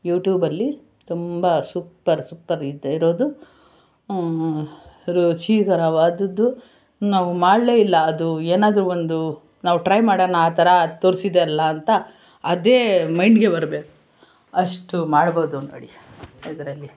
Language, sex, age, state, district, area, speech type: Kannada, female, 60+, Karnataka, Bangalore Urban, urban, spontaneous